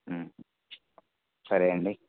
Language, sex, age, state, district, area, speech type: Telugu, male, 18-30, Telangana, Wanaparthy, urban, conversation